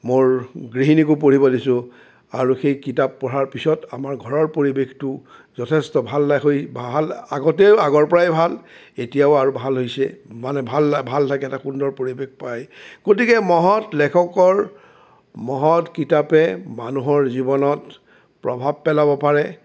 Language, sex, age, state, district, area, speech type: Assamese, male, 45-60, Assam, Sonitpur, urban, spontaneous